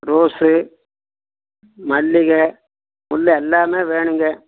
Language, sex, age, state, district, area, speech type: Tamil, male, 45-60, Tamil Nadu, Coimbatore, rural, conversation